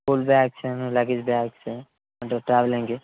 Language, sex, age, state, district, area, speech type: Telugu, male, 18-30, Telangana, Ranga Reddy, urban, conversation